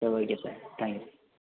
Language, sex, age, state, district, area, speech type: Tamil, male, 18-30, Tamil Nadu, Perambalur, rural, conversation